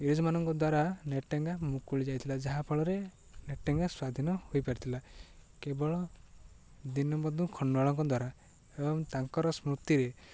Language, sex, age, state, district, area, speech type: Odia, male, 18-30, Odisha, Ganjam, urban, spontaneous